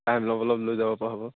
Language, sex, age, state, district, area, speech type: Assamese, male, 18-30, Assam, Lakhimpur, urban, conversation